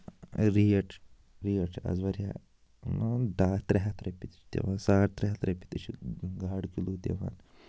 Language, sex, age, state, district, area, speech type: Kashmiri, male, 30-45, Jammu and Kashmir, Ganderbal, rural, spontaneous